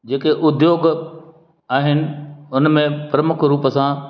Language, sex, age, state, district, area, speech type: Sindhi, male, 60+, Madhya Pradesh, Katni, urban, spontaneous